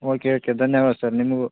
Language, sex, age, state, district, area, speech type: Kannada, male, 18-30, Karnataka, Koppal, rural, conversation